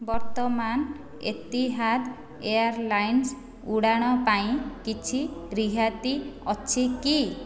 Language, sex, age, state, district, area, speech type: Odia, female, 45-60, Odisha, Khordha, rural, read